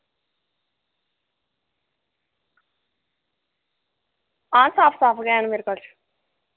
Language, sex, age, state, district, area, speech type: Dogri, female, 30-45, Jammu and Kashmir, Reasi, rural, conversation